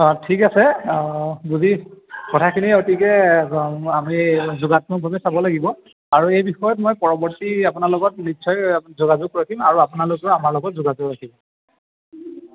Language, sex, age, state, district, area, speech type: Assamese, male, 18-30, Assam, Majuli, urban, conversation